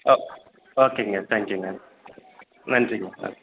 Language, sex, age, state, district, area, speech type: Tamil, male, 30-45, Tamil Nadu, Salem, urban, conversation